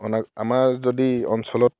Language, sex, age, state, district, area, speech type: Assamese, male, 18-30, Assam, Dhemaji, rural, spontaneous